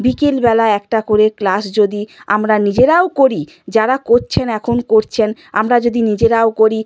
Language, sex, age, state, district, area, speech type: Bengali, female, 60+, West Bengal, Purba Medinipur, rural, spontaneous